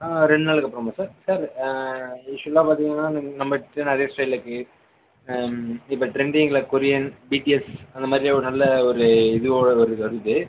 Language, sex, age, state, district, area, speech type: Tamil, male, 18-30, Tamil Nadu, Viluppuram, urban, conversation